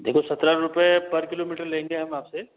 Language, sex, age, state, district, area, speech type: Hindi, male, 30-45, Rajasthan, Jodhpur, urban, conversation